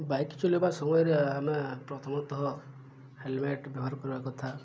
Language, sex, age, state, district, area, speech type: Odia, male, 18-30, Odisha, Subarnapur, urban, spontaneous